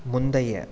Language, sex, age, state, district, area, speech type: Tamil, male, 30-45, Tamil Nadu, Coimbatore, rural, read